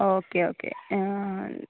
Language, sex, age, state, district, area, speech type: Malayalam, female, 60+, Kerala, Kozhikode, urban, conversation